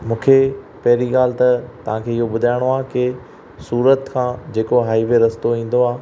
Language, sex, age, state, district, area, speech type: Sindhi, male, 30-45, Maharashtra, Thane, urban, spontaneous